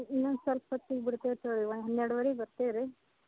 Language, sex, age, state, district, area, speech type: Kannada, female, 18-30, Karnataka, Dharwad, rural, conversation